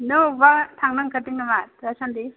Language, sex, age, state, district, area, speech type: Bodo, female, 30-45, Assam, Chirang, rural, conversation